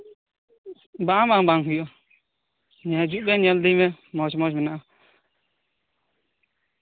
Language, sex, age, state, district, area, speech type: Santali, male, 18-30, West Bengal, Birbhum, rural, conversation